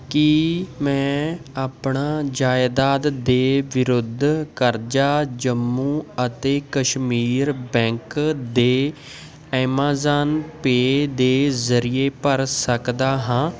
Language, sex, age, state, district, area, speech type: Punjabi, male, 18-30, Punjab, Patiala, rural, read